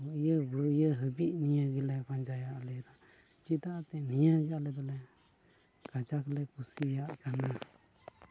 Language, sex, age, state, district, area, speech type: Santali, male, 18-30, Jharkhand, Pakur, rural, spontaneous